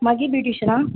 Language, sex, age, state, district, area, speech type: Tamil, female, 18-30, Tamil Nadu, Thanjavur, urban, conversation